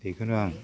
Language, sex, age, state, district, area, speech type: Bodo, male, 60+, Assam, Chirang, rural, spontaneous